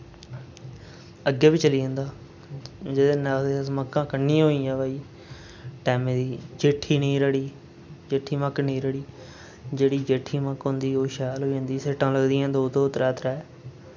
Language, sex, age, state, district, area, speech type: Dogri, male, 30-45, Jammu and Kashmir, Reasi, rural, spontaneous